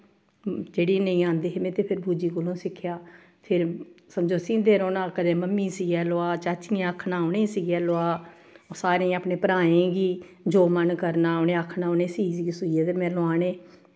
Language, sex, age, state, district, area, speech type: Dogri, female, 45-60, Jammu and Kashmir, Samba, rural, spontaneous